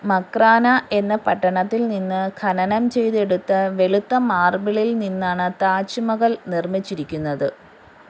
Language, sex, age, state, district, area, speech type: Malayalam, female, 30-45, Kerala, Kollam, rural, read